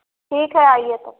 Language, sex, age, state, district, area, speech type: Hindi, female, 30-45, Uttar Pradesh, Prayagraj, urban, conversation